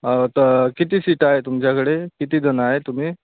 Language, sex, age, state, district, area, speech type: Marathi, male, 30-45, Maharashtra, Wardha, rural, conversation